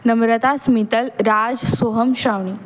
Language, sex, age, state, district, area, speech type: Marathi, female, 18-30, Maharashtra, Pune, urban, spontaneous